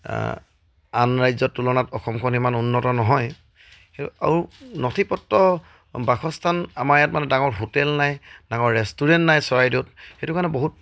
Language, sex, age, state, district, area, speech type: Assamese, male, 30-45, Assam, Charaideo, rural, spontaneous